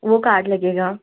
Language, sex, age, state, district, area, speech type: Hindi, female, 18-30, Madhya Pradesh, Chhindwara, urban, conversation